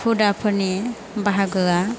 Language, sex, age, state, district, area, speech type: Bodo, female, 18-30, Assam, Chirang, rural, spontaneous